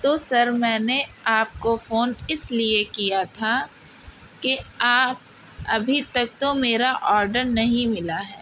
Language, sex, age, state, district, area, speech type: Urdu, female, 30-45, Uttar Pradesh, Lucknow, urban, spontaneous